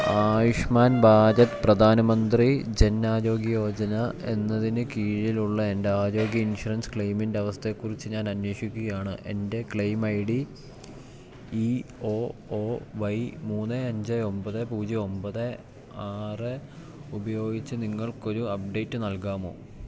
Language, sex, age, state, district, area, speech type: Malayalam, male, 18-30, Kerala, Idukki, rural, read